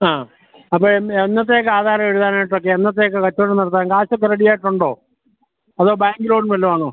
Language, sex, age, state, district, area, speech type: Malayalam, male, 60+, Kerala, Pathanamthitta, rural, conversation